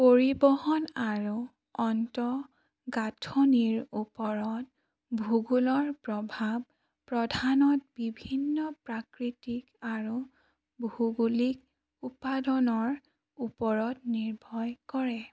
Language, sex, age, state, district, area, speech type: Assamese, female, 18-30, Assam, Charaideo, urban, spontaneous